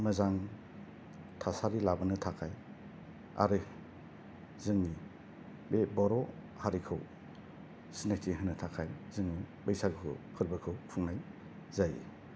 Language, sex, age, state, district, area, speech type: Bodo, male, 30-45, Assam, Kokrajhar, rural, spontaneous